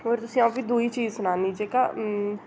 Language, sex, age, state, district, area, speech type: Dogri, female, 18-30, Jammu and Kashmir, Udhampur, rural, spontaneous